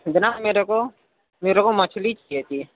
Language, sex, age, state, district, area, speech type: Urdu, male, 30-45, Uttar Pradesh, Gautam Buddha Nagar, urban, conversation